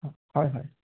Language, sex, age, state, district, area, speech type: Assamese, male, 30-45, Assam, Udalguri, rural, conversation